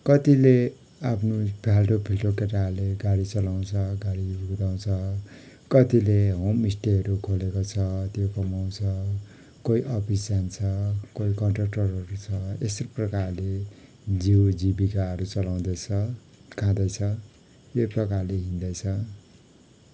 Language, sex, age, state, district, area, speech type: Nepali, male, 45-60, West Bengal, Kalimpong, rural, spontaneous